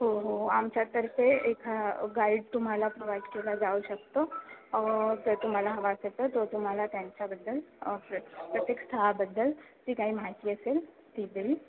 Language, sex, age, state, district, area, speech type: Marathi, female, 18-30, Maharashtra, Ratnagiri, rural, conversation